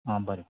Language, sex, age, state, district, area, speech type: Goan Konkani, male, 45-60, Goa, Bardez, rural, conversation